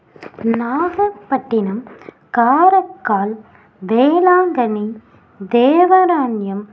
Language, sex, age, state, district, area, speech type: Tamil, female, 18-30, Tamil Nadu, Ariyalur, rural, spontaneous